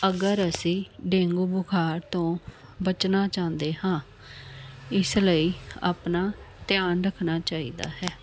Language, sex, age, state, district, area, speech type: Punjabi, female, 30-45, Punjab, Jalandhar, urban, spontaneous